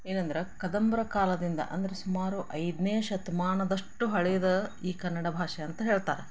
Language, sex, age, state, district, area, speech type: Kannada, female, 45-60, Karnataka, Chikkaballapur, rural, spontaneous